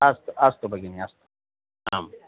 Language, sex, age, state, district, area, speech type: Sanskrit, male, 45-60, Karnataka, Vijayapura, urban, conversation